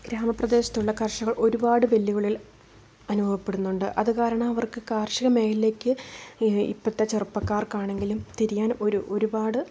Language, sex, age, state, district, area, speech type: Malayalam, female, 18-30, Kerala, Wayanad, rural, spontaneous